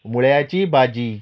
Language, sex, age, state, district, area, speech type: Goan Konkani, male, 45-60, Goa, Murmgao, rural, spontaneous